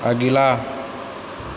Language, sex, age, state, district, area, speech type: Maithili, male, 30-45, Bihar, Purnia, rural, read